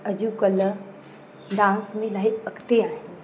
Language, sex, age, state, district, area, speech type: Sindhi, female, 30-45, Uttar Pradesh, Lucknow, urban, spontaneous